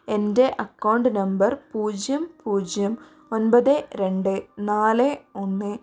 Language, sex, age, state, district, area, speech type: Malayalam, female, 45-60, Kerala, Wayanad, rural, read